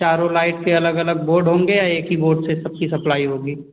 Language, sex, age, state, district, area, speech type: Hindi, male, 30-45, Uttar Pradesh, Azamgarh, rural, conversation